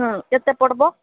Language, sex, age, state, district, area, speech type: Odia, female, 45-60, Odisha, Sundergarh, rural, conversation